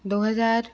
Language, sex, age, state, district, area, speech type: Hindi, female, 18-30, Madhya Pradesh, Bhopal, urban, spontaneous